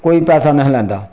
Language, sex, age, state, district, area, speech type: Dogri, male, 45-60, Jammu and Kashmir, Reasi, rural, spontaneous